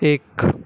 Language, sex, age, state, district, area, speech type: Marathi, male, 18-30, Maharashtra, Nagpur, urban, read